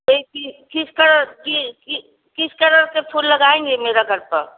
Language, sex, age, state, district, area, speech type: Hindi, female, 60+, Uttar Pradesh, Varanasi, rural, conversation